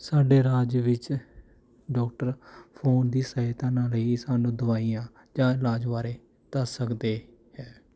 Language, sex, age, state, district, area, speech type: Punjabi, male, 30-45, Punjab, Mohali, urban, spontaneous